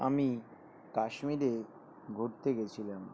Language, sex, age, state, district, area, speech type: Bengali, male, 18-30, West Bengal, South 24 Parganas, urban, spontaneous